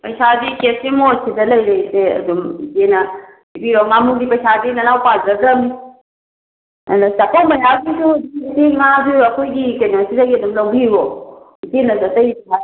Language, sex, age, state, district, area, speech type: Manipuri, female, 30-45, Manipur, Imphal West, rural, conversation